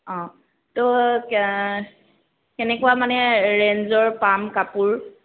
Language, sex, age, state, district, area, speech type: Assamese, female, 18-30, Assam, Kamrup Metropolitan, urban, conversation